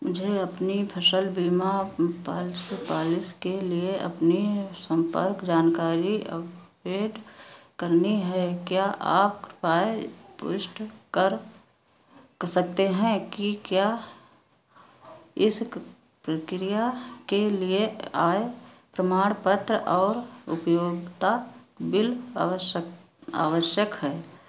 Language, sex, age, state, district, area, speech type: Hindi, female, 60+, Uttar Pradesh, Sitapur, rural, read